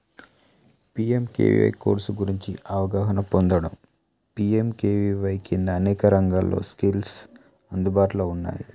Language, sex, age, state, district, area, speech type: Telugu, male, 30-45, Telangana, Adilabad, rural, spontaneous